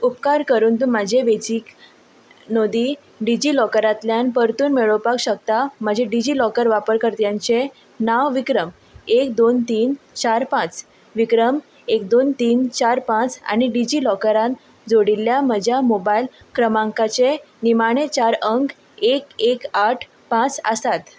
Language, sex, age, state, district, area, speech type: Goan Konkani, female, 18-30, Goa, Ponda, rural, read